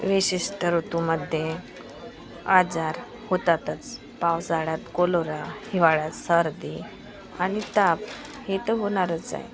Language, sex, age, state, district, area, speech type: Marathi, female, 45-60, Maharashtra, Washim, rural, spontaneous